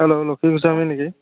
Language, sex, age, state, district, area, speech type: Assamese, male, 30-45, Assam, Tinsukia, rural, conversation